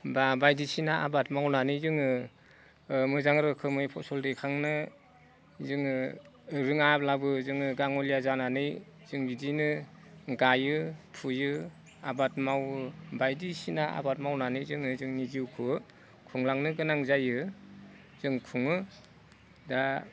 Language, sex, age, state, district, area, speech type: Bodo, male, 45-60, Assam, Udalguri, rural, spontaneous